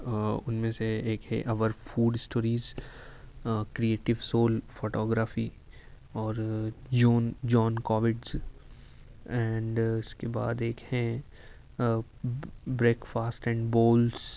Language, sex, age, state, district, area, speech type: Urdu, male, 18-30, Uttar Pradesh, Ghaziabad, urban, spontaneous